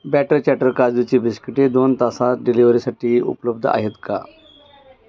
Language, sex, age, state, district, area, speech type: Marathi, male, 30-45, Maharashtra, Pune, urban, read